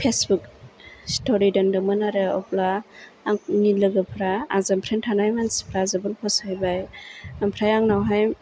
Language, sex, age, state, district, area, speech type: Bodo, female, 30-45, Assam, Chirang, urban, spontaneous